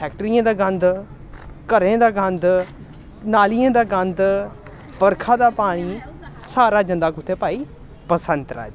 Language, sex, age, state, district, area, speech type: Dogri, male, 18-30, Jammu and Kashmir, Samba, urban, spontaneous